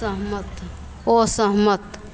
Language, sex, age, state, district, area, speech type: Hindi, female, 45-60, Bihar, Begusarai, rural, read